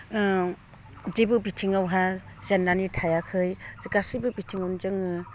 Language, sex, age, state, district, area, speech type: Bodo, female, 45-60, Assam, Udalguri, rural, spontaneous